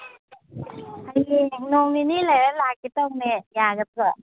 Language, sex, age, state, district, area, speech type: Manipuri, female, 30-45, Manipur, Kangpokpi, urban, conversation